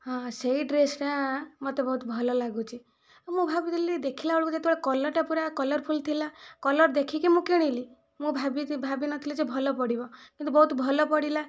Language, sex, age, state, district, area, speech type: Odia, female, 45-60, Odisha, Kandhamal, rural, spontaneous